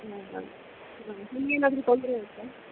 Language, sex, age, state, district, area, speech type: Kannada, female, 30-45, Karnataka, Bellary, rural, conversation